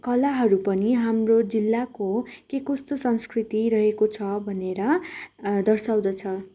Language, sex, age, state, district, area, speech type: Nepali, female, 18-30, West Bengal, Darjeeling, rural, spontaneous